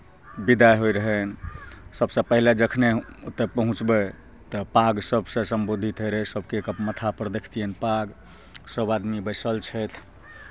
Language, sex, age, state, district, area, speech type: Maithili, male, 45-60, Bihar, Araria, urban, spontaneous